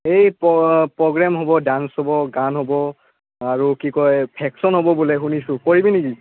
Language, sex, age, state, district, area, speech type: Assamese, male, 18-30, Assam, Udalguri, rural, conversation